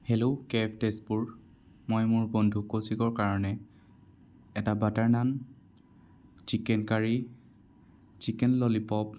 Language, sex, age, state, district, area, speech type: Assamese, male, 18-30, Assam, Sonitpur, rural, spontaneous